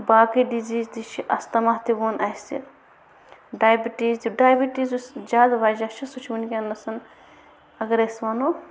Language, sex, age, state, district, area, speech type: Kashmiri, female, 30-45, Jammu and Kashmir, Bandipora, rural, spontaneous